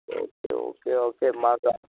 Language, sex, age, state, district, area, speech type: Telugu, male, 18-30, Telangana, Siddipet, rural, conversation